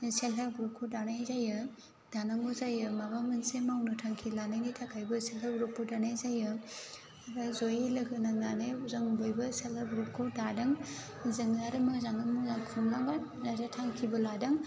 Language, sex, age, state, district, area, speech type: Bodo, female, 30-45, Assam, Chirang, rural, spontaneous